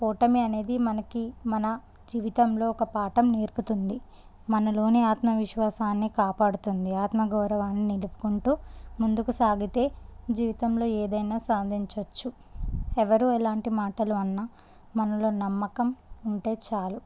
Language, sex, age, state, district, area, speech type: Telugu, female, 18-30, Telangana, Jangaon, urban, spontaneous